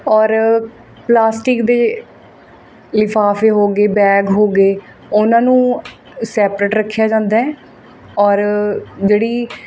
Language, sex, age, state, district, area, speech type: Punjabi, female, 30-45, Punjab, Mohali, rural, spontaneous